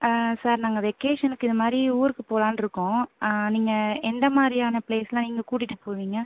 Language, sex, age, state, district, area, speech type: Tamil, female, 18-30, Tamil Nadu, Pudukkottai, rural, conversation